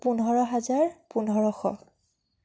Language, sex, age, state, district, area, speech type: Assamese, female, 18-30, Assam, Biswanath, rural, spontaneous